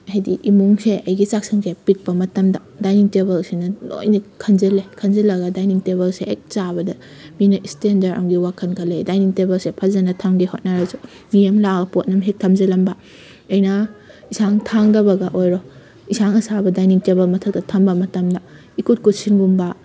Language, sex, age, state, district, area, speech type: Manipuri, female, 18-30, Manipur, Kakching, rural, spontaneous